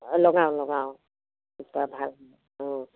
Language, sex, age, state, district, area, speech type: Assamese, female, 60+, Assam, Dibrugarh, rural, conversation